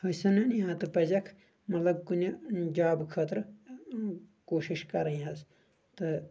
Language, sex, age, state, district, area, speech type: Kashmiri, male, 30-45, Jammu and Kashmir, Kulgam, rural, spontaneous